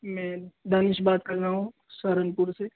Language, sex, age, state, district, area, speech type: Urdu, male, 18-30, Uttar Pradesh, Saharanpur, urban, conversation